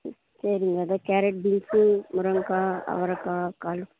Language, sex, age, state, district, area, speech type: Tamil, female, 30-45, Tamil Nadu, Ranipet, urban, conversation